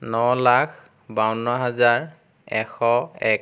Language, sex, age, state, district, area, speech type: Assamese, male, 30-45, Assam, Biswanath, rural, spontaneous